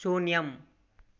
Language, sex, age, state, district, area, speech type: Sanskrit, male, 30-45, Telangana, Ranga Reddy, urban, read